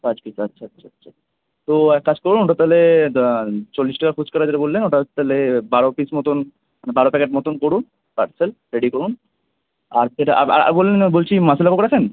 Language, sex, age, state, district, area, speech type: Bengali, male, 18-30, West Bengal, Kolkata, urban, conversation